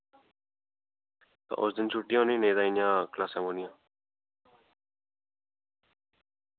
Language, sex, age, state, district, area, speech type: Dogri, male, 30-45, Jammu and Kashmir, Udhampur, rural, conversation